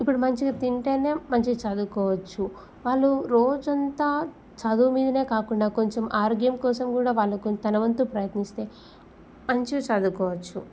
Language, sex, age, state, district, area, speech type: Telugu, female, 18-30, Telangana, Peddapalli, rural, spontaneous